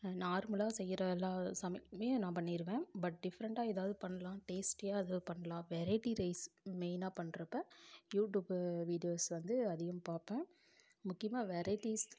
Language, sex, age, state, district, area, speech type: Tamil, female, 18-30, Tamil Nadu, Namakkal, rural, spontaneous